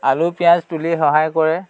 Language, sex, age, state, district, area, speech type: Assamese, male, 60+, Assam, Dhemaji, rural, spontaneous